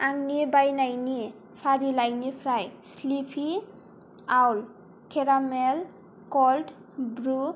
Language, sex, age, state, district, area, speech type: Bodo, female, 18-30, Assam, Kokrajhar, rural, read